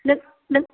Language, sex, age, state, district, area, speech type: Bodo, female, 60+, Assam, Baksa, urban, conversation